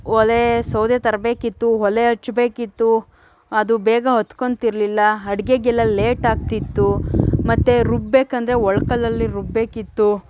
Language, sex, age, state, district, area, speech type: Kannada, female, 18-30, Karnataka, Tumkur, urban, spontaneous